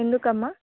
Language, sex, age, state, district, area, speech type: Telugu, female, 18-30, Telangana, Hanamkonda, rural, conversation